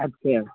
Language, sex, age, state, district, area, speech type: Urdu, male, 18-30, Bihar, Purnia, rural, conversation